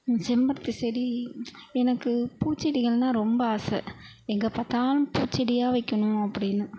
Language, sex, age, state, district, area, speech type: Tamil, female, 45-60, Tamil Nadu, Perambalur, urban, spontaneous